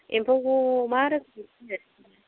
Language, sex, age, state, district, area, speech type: Bodo, female, 45-60, Assam, Kokrajhar, rural, conversation